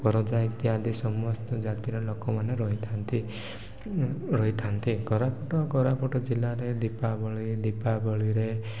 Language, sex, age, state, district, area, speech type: Odia, male, 18-30, Odisha, Koraput, urban, spontaneous